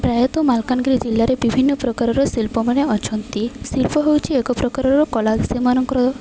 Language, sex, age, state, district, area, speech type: Odia, female, 18-30, Odisha, Malkangiri, urban, spontaneous